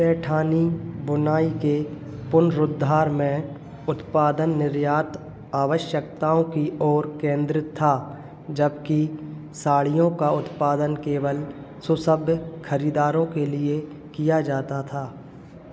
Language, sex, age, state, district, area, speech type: Hindi, male, 18-30, Madhya Pradesh, Hoshangabad, urban, read